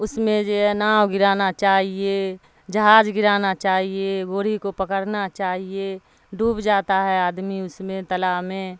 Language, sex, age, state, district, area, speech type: Urdu, female, 60+, Bihar, Darbhanga, rural, spontaneous